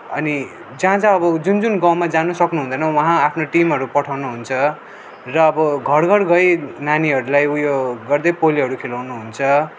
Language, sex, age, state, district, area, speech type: Nepali, male, 18-30, West Bengal, Darjeeling, rural, spontaneous